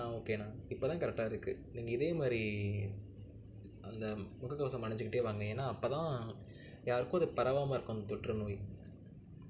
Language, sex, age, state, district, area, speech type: Tamil, male, 18-30, Tamil Nadu, Nagapattinam, rural, spontaneous